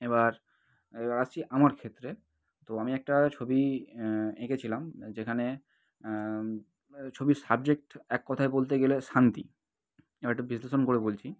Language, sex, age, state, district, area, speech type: Bengali, male, 18-30, West Bengal, North 24 Parganas, urban, spontaneous